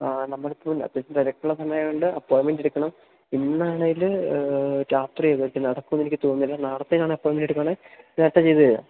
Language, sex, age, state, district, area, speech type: Malayalam, male, 18-30, Kerala, Idukki, rural, conversation